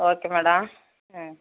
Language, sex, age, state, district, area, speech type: Tamil, female, 45-60, Tamil Nadu, Virudhunagar, rural, conversation